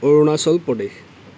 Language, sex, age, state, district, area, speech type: Assamese, male, 30-45, Assam, Lakhimpur, rural, spontaneous